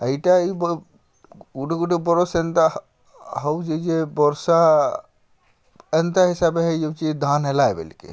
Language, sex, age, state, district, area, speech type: Odia, male, 45-60, Odisha, Bargarh, rural, spontaneous